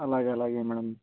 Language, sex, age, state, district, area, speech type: Telugu, male, 18-30, Telangana, Hyderabad, urban, conversation